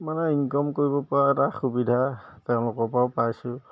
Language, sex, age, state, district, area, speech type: Assamese, male, 30-45, Assam, Majuli, urban, spontaneous